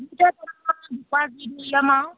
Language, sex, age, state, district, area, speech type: Assamese, female, 30-45, Assam, Jorhat, urban, conversation